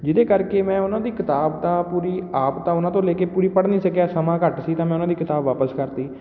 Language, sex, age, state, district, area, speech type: Punjabi, male, 18-30, Punjab, Patiala, rural, spontaneous